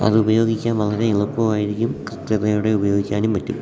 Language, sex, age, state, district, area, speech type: Malayalam, male, 18-30, Kerala, Idukki, rural, spontaneous